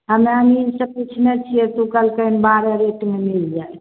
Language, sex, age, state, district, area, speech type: Maithili, female, 60+, Bihar, Begusarai, rural, conversation